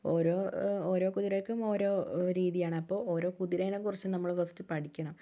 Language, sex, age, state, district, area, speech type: Malayalam, female, 45-60, Kerala, Wayanad, rural, spontaneous